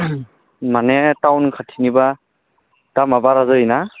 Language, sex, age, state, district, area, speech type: Bodo, male, 18-30, Assam, Udalguri, urban, conversation